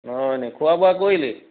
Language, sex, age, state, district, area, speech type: Assamese, male, 45-60, Assam, Golaghat, urban, conversation